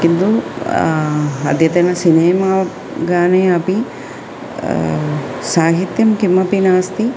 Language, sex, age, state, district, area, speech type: Sanskrit, female, 45-60, Kerala, Thiruvananthapuram, urban, spontaneous